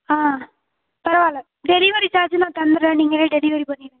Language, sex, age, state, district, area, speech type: Tamil, female, 18-30, Tamil Nadu, Thanjavur, rural, conversation